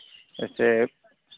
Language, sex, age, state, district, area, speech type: Hindi, male, 30-45, Bihar, Madhepura, rural, conversation